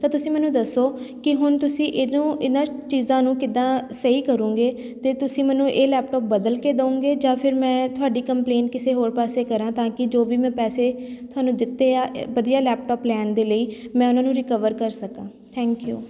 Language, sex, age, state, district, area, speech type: Punjabi, female, 30-45, Punjab, Shaheed Bhagat Singh Nagar, urban, spontaneous